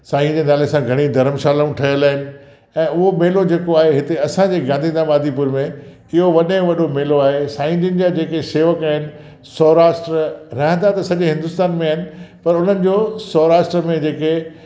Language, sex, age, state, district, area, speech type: Sindhi, male, 60+, Gujarat, Kutch, urban, spontaneous